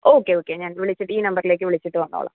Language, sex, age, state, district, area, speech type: Malayalam, female, 30-45, Kerala, Idukki, rural, conversation